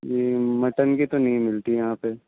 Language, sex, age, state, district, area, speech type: Urdu, male, 18-30, Delhi, South Delhi, urban, conversation